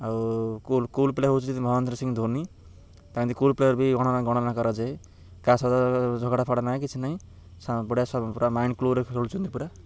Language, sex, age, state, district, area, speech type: Odia, male, 30-45, Odisha, Ganjam, urban, spontaneous